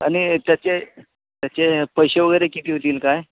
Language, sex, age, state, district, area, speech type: Marathi, male, 30-45, Maharashtra, Ratnagiri, rural, conversation